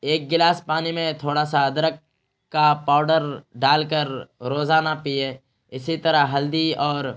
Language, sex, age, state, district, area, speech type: Urdu, male, 30-45, Bihar, Araria, rural, spontaneous